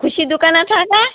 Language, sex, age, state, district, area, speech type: Marathi, female, 45-60, Maharashtra, Washim, rural, conversation